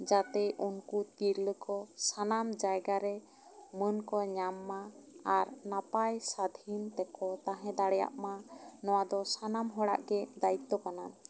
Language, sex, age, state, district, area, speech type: Santali, female, 30-45, West Bengal, Bankura, rural, spontaneous